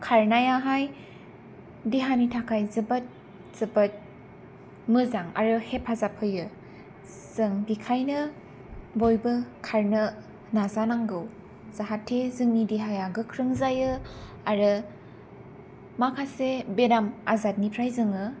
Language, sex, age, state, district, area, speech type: Bodo, female, 18-30, Assam, Kokrajhar, urban, spontaneous